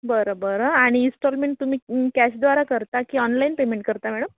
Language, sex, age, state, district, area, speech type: Marathi, female, 30-45, Maharashtra, Wardha, rural, conversation